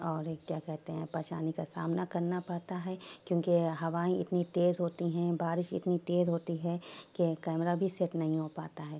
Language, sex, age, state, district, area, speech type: Urdu, female, 30-45, Uttar Pradesh, Shahjahanpur, urban, spontaneous